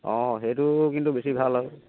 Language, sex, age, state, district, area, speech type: Assamese, male, 45-60, Assam, Charaideo, rural, conversation